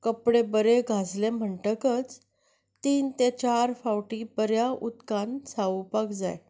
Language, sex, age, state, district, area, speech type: Goan Konkani, female, 30-45, Goa, Canacona, urban, spontaneous